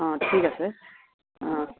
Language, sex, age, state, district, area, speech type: Assamese, female, 60+, Assam, Kamrup Metropolitan, rural, conversation